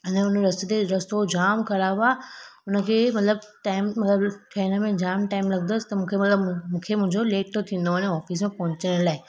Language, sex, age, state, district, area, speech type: Sindhi, female, 18-30, Gujarat, Surat, urban, spontaneous